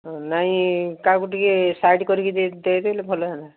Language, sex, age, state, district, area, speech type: Odia, female, 60+, Odisha, Gajapati, rural, conversation